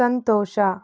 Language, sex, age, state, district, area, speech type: Kannada, female, 30-45, Karnataka, Udupi, rural, read